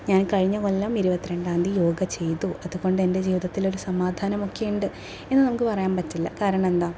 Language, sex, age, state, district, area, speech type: Malayalam, female, 18-30, Kerala, Thrissur, urban, spontaneous